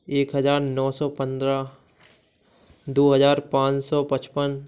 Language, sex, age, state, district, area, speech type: Hindi, male, 18-30, Madhya Pradesh, Gwalior, urban, spontaneous